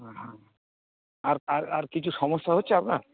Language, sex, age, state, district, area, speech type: Bengali, male, 45-60, West Bengal, Dakshin Dinajpur, rural, conversation